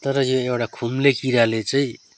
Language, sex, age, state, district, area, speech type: Nepali, male, 45-60, West Bengal, Darjeeling, rural, spontaneous